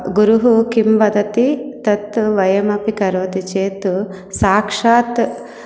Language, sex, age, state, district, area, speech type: Sanskrit, female, 30-45, Andhra Pradesh, East Godavari, urban, spontaneous